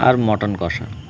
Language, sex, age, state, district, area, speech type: Bengali, male, 30-45, West Bengal, Howrah, urban, spontaneous